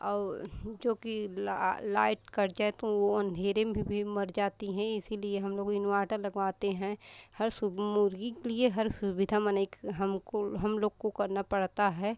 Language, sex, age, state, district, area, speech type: Hindi, female, 30-45, Uttar Pradesh, Pratapgarh, rural, spontaneous